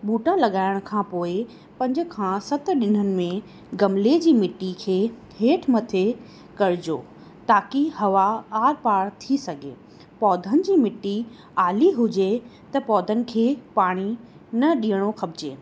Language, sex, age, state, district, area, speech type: Sindhi, female, 30-45, Rajasthan, Ajmer, urban, spontaneous